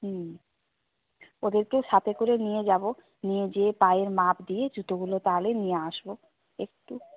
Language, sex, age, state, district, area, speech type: Bengali, female, 45-60, West Bengal, Purba Medinipur, rural, conversation